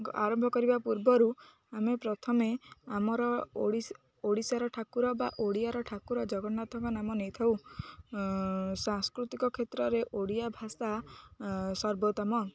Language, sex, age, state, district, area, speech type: Odia, female, 18-30, Odisha, Jagatsinghpur, urban, spontaneous